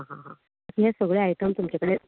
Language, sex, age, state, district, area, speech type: Goan Konkani, female, 45-60, Goa, Canacona, rural, conversation